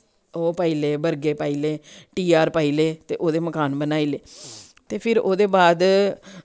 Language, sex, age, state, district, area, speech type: Dogri, female, 45-60, Jammu and Kashmir, Samba, rural, spontaneous